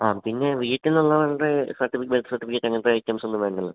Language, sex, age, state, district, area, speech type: Malayalam, male, 18-30, Kerala, Idukki, rural, conversation